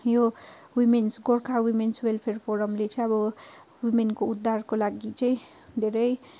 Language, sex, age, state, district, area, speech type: Nepali, female, 18-30, West Bengal, Darjeeling, rural, spontaneous